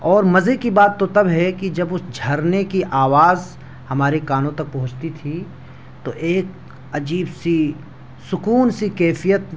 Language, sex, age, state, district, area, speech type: Urdu, male, 18-30, Delhi, South Delhi, rural, spontaneous